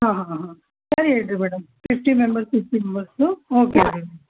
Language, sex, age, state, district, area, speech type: Kannada, female, 30-45, Karnataka, Bellary, rural, conversation